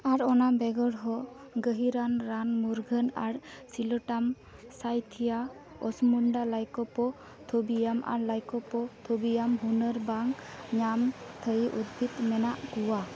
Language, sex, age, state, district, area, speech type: Santali, female, 18-30, West Bengal, Dakshin Dinajpur, rural, read